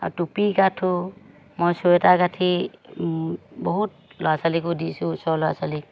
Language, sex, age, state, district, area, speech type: Assamese, female, 45-60, Assam, Dhemaji, urban, spontaneous